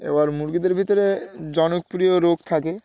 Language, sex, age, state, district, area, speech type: Bengali, male, 18-30, West Bengal, Uttar Dinajpur, urban, spontaneous